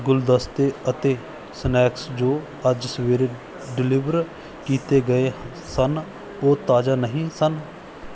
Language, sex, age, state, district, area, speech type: Punjabi, male, 30-45, Punjab, Bathinda, rural, read